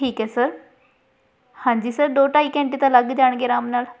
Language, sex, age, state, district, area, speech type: Punjabi, female, 18-30, Punjab, Shaheed Bhagat Singh Nagar, rural, spontaneous